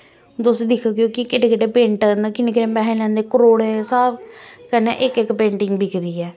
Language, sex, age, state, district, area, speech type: Dogri, female, 30-45, Jammu and Kashmir, Jammu, urban, spontaneous